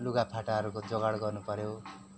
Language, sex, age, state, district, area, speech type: Nepali, male, 30-45, West Bengal, Kalimpong, rural, spontaneous